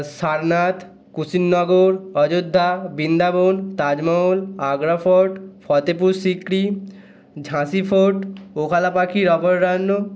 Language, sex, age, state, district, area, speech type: Bengali, male, 18-30, West Bengal, North 24 Parganas, urban, spontaneous